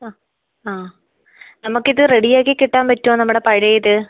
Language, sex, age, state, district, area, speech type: Malayalam, female, 18-30, Kerala, Kozhikode, rural, conversation